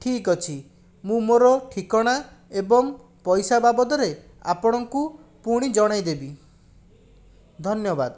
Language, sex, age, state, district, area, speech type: Odia, male, 30-45, Odisha, Bhadrak, rural, spontaneous